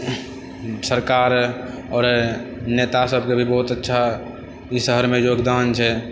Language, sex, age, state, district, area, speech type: Maithili, male, 30-45, Bihar, Purnia, rural, spontaneous